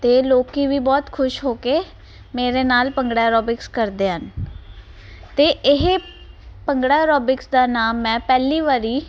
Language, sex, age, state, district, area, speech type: Punjabi, female, 30-45, Punjab, Ludhiana, urban, spontaneous